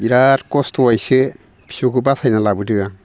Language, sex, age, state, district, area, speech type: Bodo, male, 60+, Assam, Baksa, urban, spontaneous